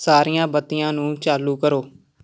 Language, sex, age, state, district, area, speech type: Punjabi, male, 18-30, Punjab, Amritsar, urban, read